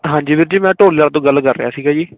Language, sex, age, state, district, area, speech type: Punjabi, male, 18-30, Punjab, Fatehgarh Sahib, rural, conversation